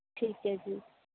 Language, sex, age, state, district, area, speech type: Punjabi, female, 18-30, Punjab, Bathinda, rural, conversation